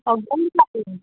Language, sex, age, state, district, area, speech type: Hindi, female, 45-60, Uttar Pradesh, Hardoi, rural, conversation